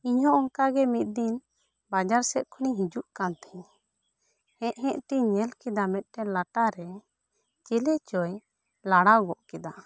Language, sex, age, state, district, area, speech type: Santali, female, 30-45, West Bengal, Bankura, rural, spontaneous